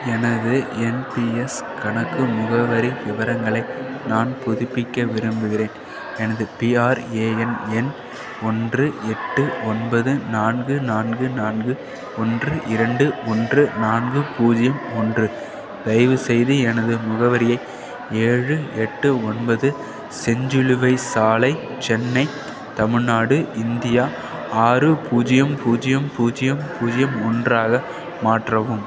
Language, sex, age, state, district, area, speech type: Tamil, male, 18-30, Tamil Nadu, Perambalur, rural, read